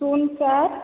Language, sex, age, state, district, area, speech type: Odia, female, 18-30, Odisha, Sambalpur, rural, conversation